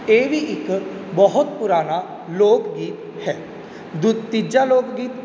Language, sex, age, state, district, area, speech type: Punjabi, male, 18-30, Punjab, Mansa, rural, spontaneous